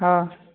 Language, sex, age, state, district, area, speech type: Maithili, male, 18-30, Bihar, Muzaffarpur, rural, conversation